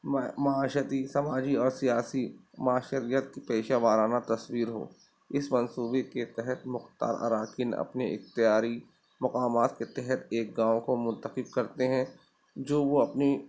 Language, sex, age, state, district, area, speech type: Urdu, male, 30-45, Maharashtra, Nashik, urban, spontaneous